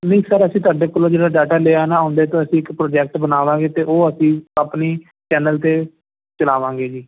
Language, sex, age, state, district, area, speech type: Punjabi, male, 18-30, Punjab, Firozpur, urban, conversation